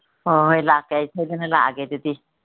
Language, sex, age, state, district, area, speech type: Manipuri, female, 60+, Manipur, Imphal East, urban, conversation